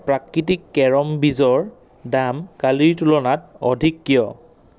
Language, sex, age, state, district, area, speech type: Assamese, male, 30-45, Assam, Dhemaji, rural, read